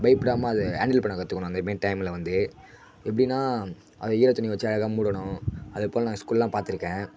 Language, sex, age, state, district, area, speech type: Tamil, male, 18-30, Tamil Nadu, Tiruvannamalai, urban, spontaneous